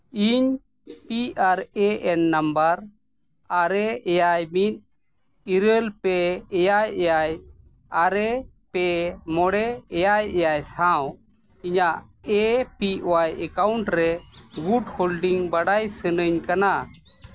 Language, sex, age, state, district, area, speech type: Santali, male, 45-60, Jharkhand, East Singhbhum, rural, read